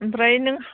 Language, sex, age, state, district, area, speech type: Bodo, female, 60+, Assam, Udalguri, rural, conversation